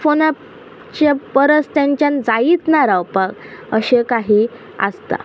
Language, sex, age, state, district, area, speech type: Goan Konkani, female, 30-45, Goa, Quepem, rural, spontaneous